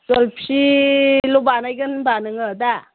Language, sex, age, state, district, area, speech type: Bodo, female, 60+, Assam, Chirang, rural, conversation